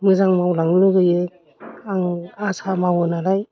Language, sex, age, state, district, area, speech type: Bodo, female, 45-60, Assam, Kokrajhar, urban, spontaneous